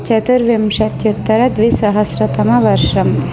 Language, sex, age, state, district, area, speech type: Sanskrit, female, 30-45, Andhra Pradesh, East Godavari, urban, spontaneous